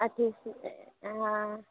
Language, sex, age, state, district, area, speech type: Maithili, female, 18-30, Bihar, Saharsa, rural, conversation